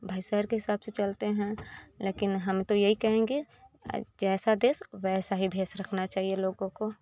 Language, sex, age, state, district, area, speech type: Hindi, female, 30-45, Uttar Pradesh, Prayagraj, rural, spontaneous